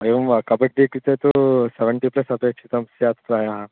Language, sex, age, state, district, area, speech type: Sanskrit, male, 18-30, Andhra Pradesh, Guntur, urban, conversation